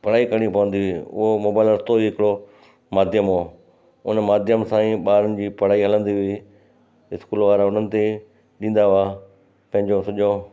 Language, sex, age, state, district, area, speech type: Sindhi, male, 60+, Gujarat, Kutch, rural, spontaneous